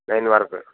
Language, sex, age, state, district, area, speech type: Telugu, male, 30-45, Telangana, Jangaon, rural, conversation